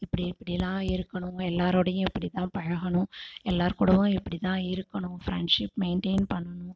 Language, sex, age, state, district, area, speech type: Tamil, female, 60+, Tamil Nadu, Cuddalore, rural, spontaneous